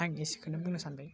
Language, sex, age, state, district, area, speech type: Bodo, male, 18-30, Assam, Baksa, rural, spontaneous